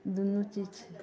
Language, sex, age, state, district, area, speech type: Maithili, female, 60+, Bihar, Sitamarhi, rural, spontaneous